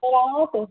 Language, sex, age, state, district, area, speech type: Hindi, female, 45-60, Uttar Pradesh, Ayodhya, rural, conversation